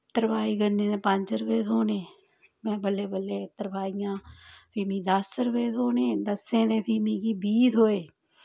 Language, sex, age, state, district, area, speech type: Dogri, female, 30-45, Jammu and Kashmir, Samba, rural, spontaneous